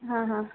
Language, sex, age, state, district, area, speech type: Kannada, female, 18-30, Karnataka, Udupi, rural, conversation